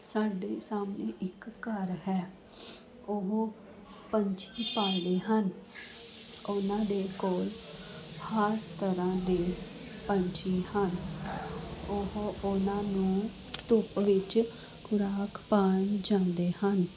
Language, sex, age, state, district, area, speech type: Punjabi, female, 30-45, Punjab, Jalandhar, urban, spontaneous